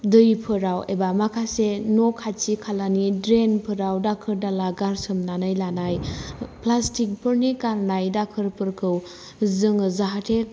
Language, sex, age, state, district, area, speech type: Bodo, female, 18-30, Assam, Kokrajhar, rural, spontaneous